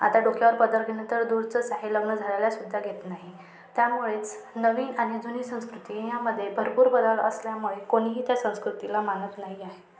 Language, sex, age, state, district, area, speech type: Marathi, female, 30-45, Maharashtra, Wardha, urban, spontaneous